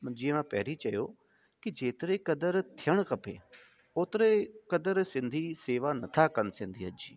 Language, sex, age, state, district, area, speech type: Sindhi, male, 30-45, Delhi, South Delhi, urban, spontaneous